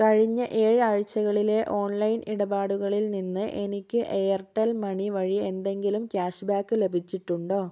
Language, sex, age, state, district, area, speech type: Malayalam, female, 18-30, Kerala, Kozhikode, rural, read